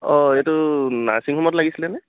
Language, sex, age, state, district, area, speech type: Assamese, male, 18-30, Assam, Tinsukia, rural, conversation